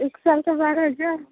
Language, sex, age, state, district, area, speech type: Hindi, female, 18-30, Uttar Pradesh, Ghazipur, rural, conversation